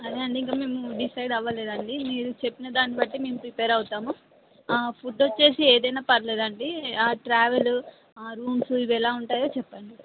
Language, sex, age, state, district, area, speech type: Telugu, female, 18-30, Andhra Pradesh, Srikakulam, rural, conversation